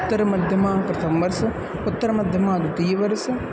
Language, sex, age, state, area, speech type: Sanskrit, male, 18-30, Uttar Pradesh, urban, spontaneous